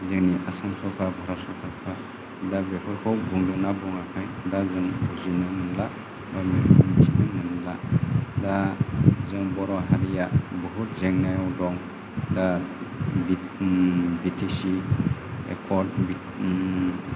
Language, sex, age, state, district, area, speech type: Bodo, male, 45-60, Assam, Kokrajhar, rural, spontaneous